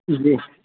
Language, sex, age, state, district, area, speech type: Gujarati, male, 18-30, Gujarat, Morbi, urban, conversation